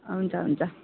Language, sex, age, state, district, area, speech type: Nepali, female, 18-30, West Bengal, Darjeeling, rural, conversation